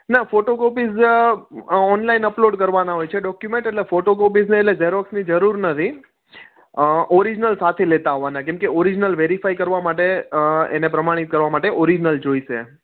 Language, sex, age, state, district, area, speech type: Gujarati, male, 30-45, Gujarat, Surat, urban, conversation